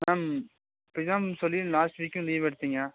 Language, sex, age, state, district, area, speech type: Tamil, male, 30-45, Tamil Nadu, Nilgiris, urban, conversation